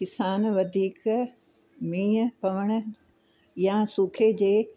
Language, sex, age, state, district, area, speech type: Sindhi, female, 60+, Uttar Pradesh, Lucknow, urban, spontaneous